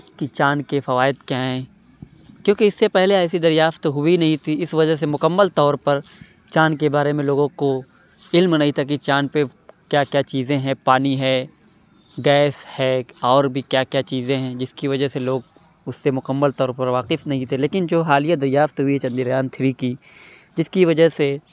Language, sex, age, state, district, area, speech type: Urdu, male, 30-45, Uttar Pradesh, Lucknow, urban, spontaneous